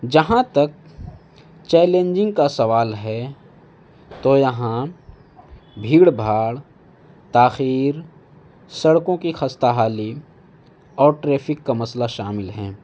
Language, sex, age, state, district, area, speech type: Urdu, male, 18-30, Delhi, North East Delhi, urban, spontaneous